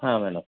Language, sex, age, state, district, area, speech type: Kannada, male, 30-45, Karnataka, Koppal, rural, conversation